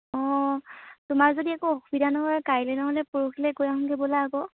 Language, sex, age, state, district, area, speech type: Assamese, female, 18-30, Assam, Dhemaji, rural, conversation